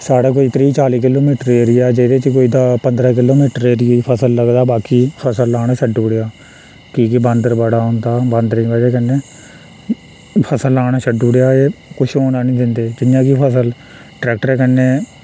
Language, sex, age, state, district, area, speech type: Dogri, male, 30-45, Jammu and Kashmir, Reasi, rural, spontaneous